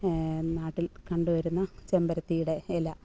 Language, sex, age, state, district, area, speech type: Malayalam, female, 30-45, Kerala, Alappuzha, rural, spontaneous